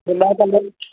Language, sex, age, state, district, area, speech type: Sindhi, female, 45-60, Maharashtra, Mumbai Suburban, urban, conversation